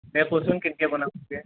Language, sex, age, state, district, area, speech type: Assamese, male, 18-30, Assam, Nalbari, rural, conversation